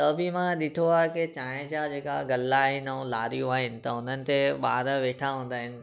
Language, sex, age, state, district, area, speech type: Sindhi, male, 18-30, Gujarat, Surat, urban, spontaneous